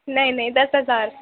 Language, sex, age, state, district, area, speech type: Urdu, female, 18-30, Uttar Pradesh, Gautam Buddha Nagar, rural, conversation